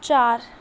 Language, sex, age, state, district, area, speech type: Sindhi, female, 18-30, Maharashtra, Thane, urban, read